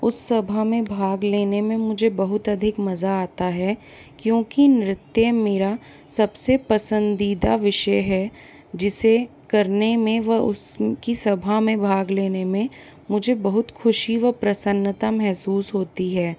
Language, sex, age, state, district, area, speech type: Hindi, female, 18-30, Rajasthan, Jaipur, urban, spontaneous